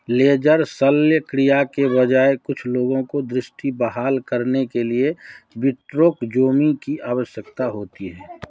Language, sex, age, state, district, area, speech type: Hindi, male, 60+, Bihar, Darbhanga, urban, read